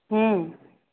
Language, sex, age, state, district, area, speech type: Odia, female, 45-60, Odisha, Sambalpur, rural, conversation